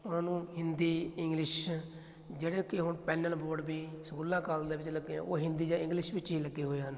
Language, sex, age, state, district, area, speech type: Punjabi, male, 30-45, Punjab, Fatehgarh Sahib, rural, spontaneous